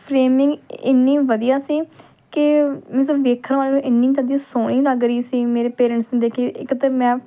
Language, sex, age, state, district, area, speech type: Punjabi, female, 18-30, Punjab, Tarn Taran, urban, spontaneous